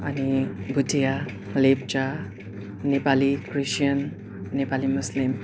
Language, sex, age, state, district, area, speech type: Nepali, male, 18-30, West Bengal, Darjeeling, rural, spontaneous